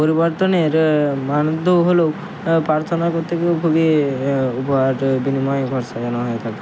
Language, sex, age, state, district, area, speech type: Bengali, male, 18-30, West Bengal, Purba Medinipur, rural, spontaneous